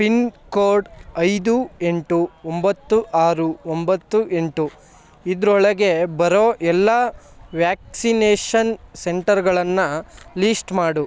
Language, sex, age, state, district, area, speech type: Kannada, male, 18-30, Karnataka, Chamarajanagar, rural, read